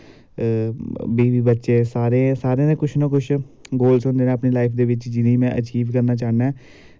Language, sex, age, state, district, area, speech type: Dogri, male, 18-30, Jammu and Kashmir, Samba, urban, spontaneous